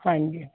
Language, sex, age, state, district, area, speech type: Punjabi, female, 60+, Punjab, Fazilka, rural, conversation